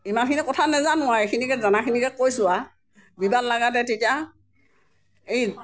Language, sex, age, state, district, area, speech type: Assamese, female, 60+, Assam, Morigaon, rural, spontaneous